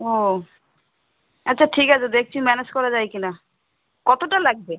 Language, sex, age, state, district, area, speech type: Bengali, female, 30-45, West Bengal, Birbhum, urban, conversation